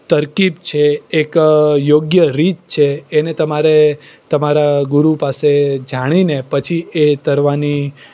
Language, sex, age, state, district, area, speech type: Gujarati, male, 18-30, Gujarat, Surat, urban, spontaneous